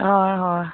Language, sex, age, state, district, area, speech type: Assamese, female, 30-45, Assam, Majuli, rural, conversation